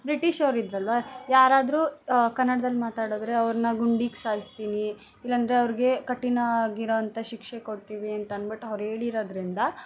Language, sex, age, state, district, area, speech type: Kannada, female, 18-30, Karnataka, Bangalore Rural, urban, spontaneous